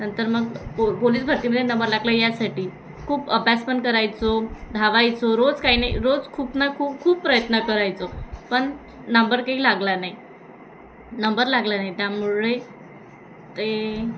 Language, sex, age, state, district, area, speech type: Marathi, female, 18-30, Maharashtra, Thane, urban, spontaneous